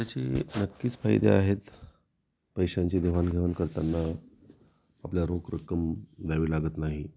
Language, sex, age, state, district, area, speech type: Marathi, male, 45-60, Maharashtra, Nashik, urban, spontaneous